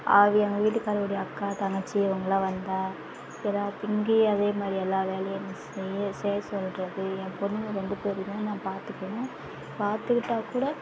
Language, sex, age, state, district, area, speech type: Tamil, female, 18-30, Tamil Nadu, Tiruvannamalai, rural, spontaneous